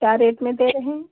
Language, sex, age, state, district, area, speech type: Hindi, female, 45-60, Uttar Pradesh, Hardoi, rural, conversation